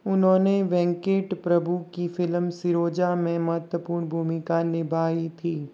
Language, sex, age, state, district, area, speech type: Hindi, male, 60+, Rajasthan, Jodhpur, rural, read